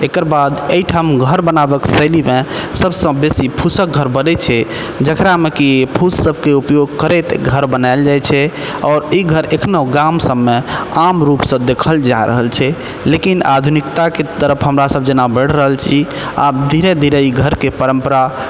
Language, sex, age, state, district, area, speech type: Maithili, male, 18-30, Bihar, Purnia, urban, spontaneous